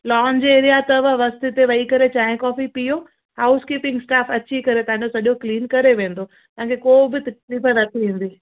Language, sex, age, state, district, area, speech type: Sindhi, female, 30-45, Gujarat, Kutch, urban, conversation